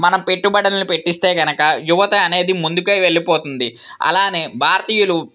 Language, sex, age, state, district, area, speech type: Telugu, male, 18-30, Andhra Pradesh, Vizianagaram, urban, spontaneous